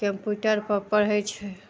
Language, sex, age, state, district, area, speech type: Maithili, female, 30-45, Bihar, Araria, rural, spontaneous